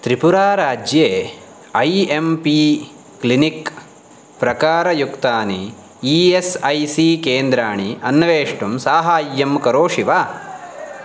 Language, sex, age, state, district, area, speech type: Sanskrit, male, 18-30, Karnataka, Uttara Kannada, rural, read